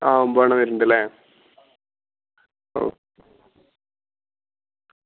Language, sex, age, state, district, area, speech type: Malayalam, male, 45-60, Kerala, Malappuram, rural, conversation